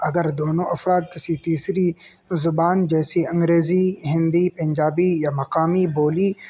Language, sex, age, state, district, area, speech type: Urdu, male, 18-30, Uttar Pradesh, Balrampur, rural, spontaneous